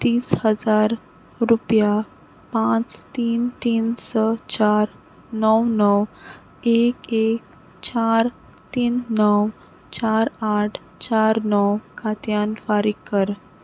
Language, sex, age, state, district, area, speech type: Goan Konkani, female, 18-30, Goa, Salcete, rural, read